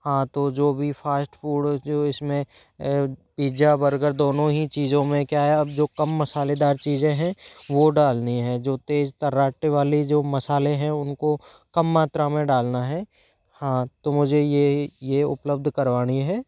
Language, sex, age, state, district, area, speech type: Hindi, male, 30-45, Rajasthan, Jaipur, urban, spontaneous